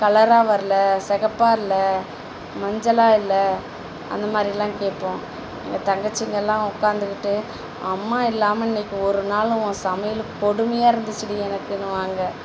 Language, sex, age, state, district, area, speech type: Tamil, female, 45-60, Tamil Nadu, Dharmapuri, rural, spontaneous